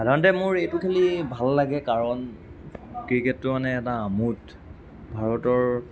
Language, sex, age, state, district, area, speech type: Assamese, male, 45-60, Assam, Lakhimpur, rural, spontaneous